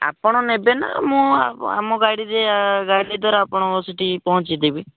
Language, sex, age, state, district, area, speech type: Odia, male, 18-30, Odisha, Jagatsinghpur, rural, conversation